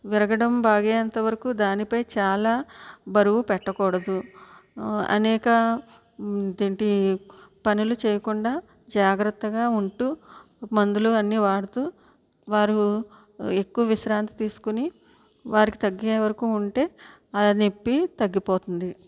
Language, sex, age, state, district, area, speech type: Telugu, female, 60+, Andhra Pradesh, West Godavari, rural, spontaneous